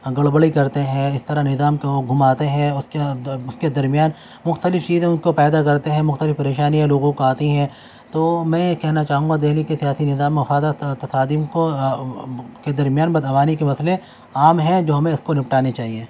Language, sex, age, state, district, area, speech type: Urdu, male, 18-30, Delhi, Central Delhi, urban, spontaneous